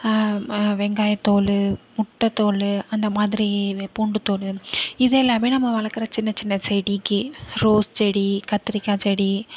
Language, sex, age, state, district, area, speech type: Tamil, female, 18-30, Tamil Nadu, Nagapattinam, rural, spontaneous